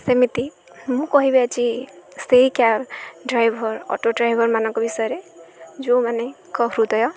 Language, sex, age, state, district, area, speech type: Odia, female, 18-30, Odisha, Jagatsinghpur, rural, spontaneous